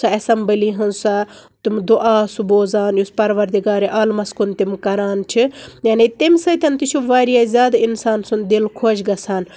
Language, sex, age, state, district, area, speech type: Kashmiri, female, 30-45, Jammu and Kashmir, Baramulla, rural, spontaneous